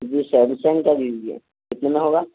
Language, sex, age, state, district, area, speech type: Urdu, male, 18-30, Telangana, Hyderabad, urban, conversation